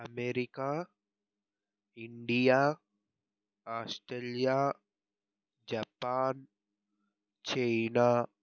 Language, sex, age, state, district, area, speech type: Telugu, male, 60+, Andhra Pradesh, N T Rama Rao, urban, spontaneous